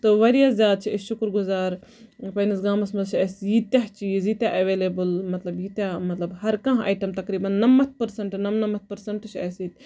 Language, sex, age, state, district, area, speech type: Kashmiri, female, 18-30, Jammu and Kashmir, Budgam, rural, spontaneous